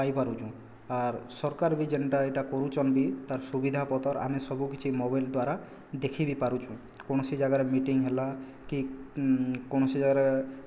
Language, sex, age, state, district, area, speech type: Odia, male, 18-30, Odisha, Boudh, rural, spontaneous